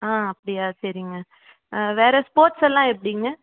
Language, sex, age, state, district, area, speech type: Tamil, female, 18-30, Tamil Nadu, Krishnagiri, rural, conversation